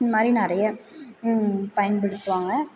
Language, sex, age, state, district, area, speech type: Tamil, female, 18-30, Tamil Nadu, Tiruvarur, rural, spontaneous